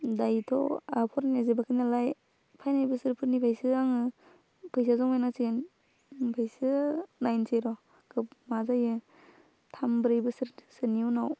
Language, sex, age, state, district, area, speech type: Bodo, female, 18-30, Assam, Udalguri, urban, spontaneous